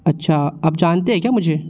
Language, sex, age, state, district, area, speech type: Hindi, male, 18-30, Madhya Pradesh, Jabalpur, rural, spontaneous